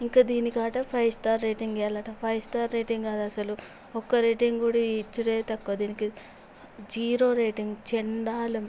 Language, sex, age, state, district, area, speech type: Telugu, female, 18-30, Andhra Pradesh, Visakhapatnam, urban, spontaneous